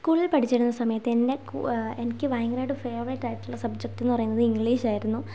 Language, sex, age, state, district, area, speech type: Malayalam, female, 18-30, Kerala, Wayanad, rural, spontaneous